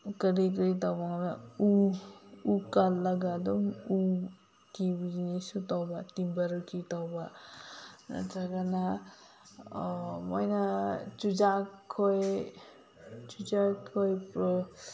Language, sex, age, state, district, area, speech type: Manipuri, female, 30-45, Manipur, Senapati, rural, spontaneous